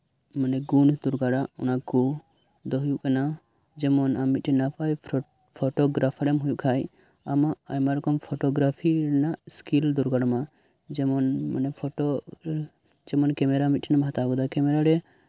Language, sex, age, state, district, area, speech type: Santali, male, 18-30, West Bengal, Birbhum, rural, spontaneous